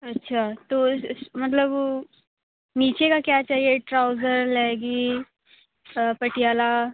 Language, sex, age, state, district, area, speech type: Hindi, female, 30-45, Uttar Pradesh, Sonbhadra, rural, conversation